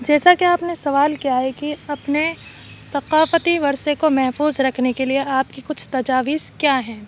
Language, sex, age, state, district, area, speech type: Urdu, female, 30-45, Uttar Pradesh, Aligarh, rural, spontaneous